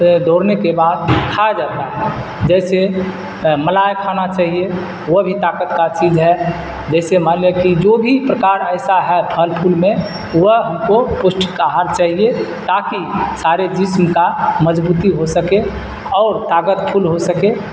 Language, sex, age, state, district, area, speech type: Urdu, male, 60+, Bihar, Supaul, rural, spontaneous